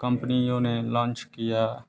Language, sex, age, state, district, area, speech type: Hindi, male, 30-45, Bihar, Samastipur, urban, spontaneous